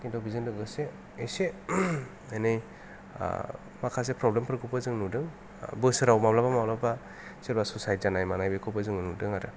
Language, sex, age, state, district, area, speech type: Bodo, male, 30-45, Assam, Kokrajhar, rural, spontaneous